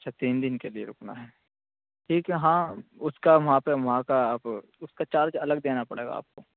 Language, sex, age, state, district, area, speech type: Urdu, male, 18-30, Uttar Pradesh, Saharanpur, urban, conversation